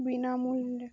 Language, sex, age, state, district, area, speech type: Bengali, female, 18-30, West Bengal, Uttar Dinajpur, urban, read